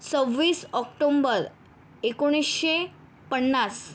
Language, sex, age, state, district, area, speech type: Marathi, female, 18-30, Maharashtra, Yavatmal, rural, spontaneous